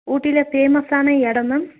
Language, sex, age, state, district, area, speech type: Tamil, female, 18-30, Tamil Nadu, Nilgiris, rural, conversation